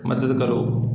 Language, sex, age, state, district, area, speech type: Punjabi, male, 30-45, Punjab, Mohali, urban, read